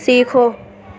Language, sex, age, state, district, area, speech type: Urdu, female, 45-60, Delhi, Central Delhi, urban, read